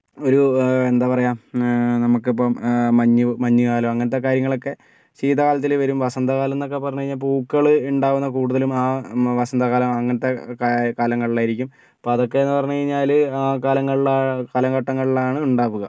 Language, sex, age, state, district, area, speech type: Malayalam, male, 18-30, Kerala, Kozhikode, urban, spontaneous